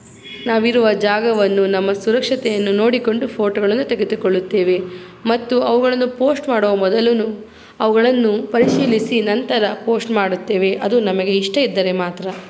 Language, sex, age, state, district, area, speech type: Kannada, female, 45-60, Karnataka, Davanagere, rural, spontaneous